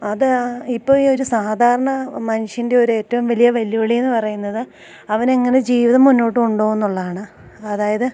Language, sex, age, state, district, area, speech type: Malayalam, female, 45-60, Kerala, Idukki, rural, spontaneous